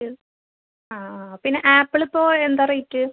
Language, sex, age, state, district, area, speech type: Malayalam, female, 30-45, Kerala, Ernakulam, rural, conversation